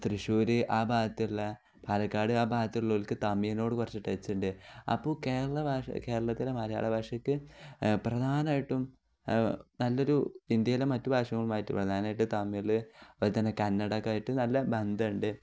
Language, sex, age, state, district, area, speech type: Malayalam, male, 18-30, Kerala, Kozhikode, rural, spontaneous